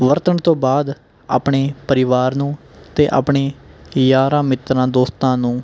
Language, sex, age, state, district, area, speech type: Punjabi, male, 18-30, Punjab, Mohali, urban, spontaneous